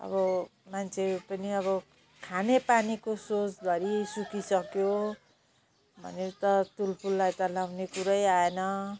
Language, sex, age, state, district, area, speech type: Nepali, female, 45-60, West Bengal, Jalpaiguri, rural, spontaneous